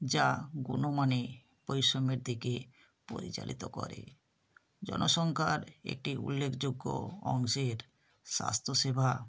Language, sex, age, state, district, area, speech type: Bengali, female, 60+, West Bengal, South 24 Parganas, rural, spontaneous